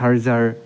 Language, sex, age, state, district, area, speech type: Assamese, male, 30-45, Assam, Dibrugarh, rural, spontaneous